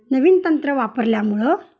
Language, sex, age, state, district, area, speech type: Marathi, female, 45-60, Maharashtra, Kolhapur, urban, spontaneous